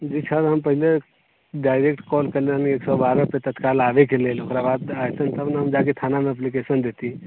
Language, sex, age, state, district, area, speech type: Maithili, male, 30-45, Bihar, Sitamarhi, rural, conversation